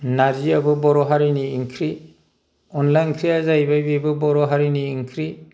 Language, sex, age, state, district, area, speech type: Bodo, male, 45-60, Assam, Kokrajhar, rural, spontaneous